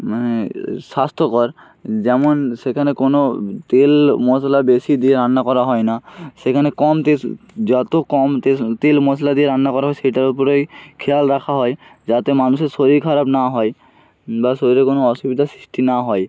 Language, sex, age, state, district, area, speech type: Bengali, male, 18-30, West Bengal, Jalpaiguri, rural, spontaneous